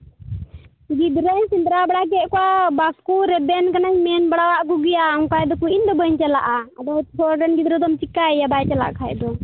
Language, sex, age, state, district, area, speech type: Santali, male, 30-45, Jharkhand, Pakur, rural, conversation